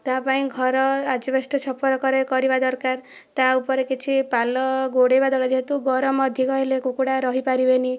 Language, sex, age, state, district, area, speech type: Odia, female, 18-30, Odisha, Kandhamal, rural, spontaneous